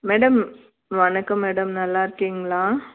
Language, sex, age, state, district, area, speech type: Tamil, female, 45-60, Tamil Nadu, Tirupattur, rural, conversation